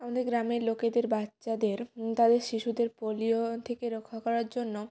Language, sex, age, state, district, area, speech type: Bengali, female, 18-30, West Bengal, Jalpaiguri, rural, spontaneous